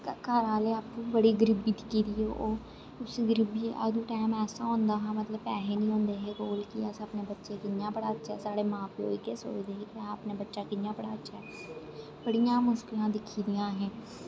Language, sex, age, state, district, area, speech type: Dogri, female, 18-30, Jammu and Kashmir, Reasi, urban, spontaneous